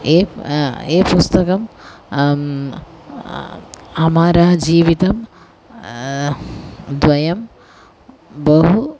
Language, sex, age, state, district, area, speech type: Sanskrit, female, 45-60, Kerala, Thiruvananthapuram, urban, spontaneous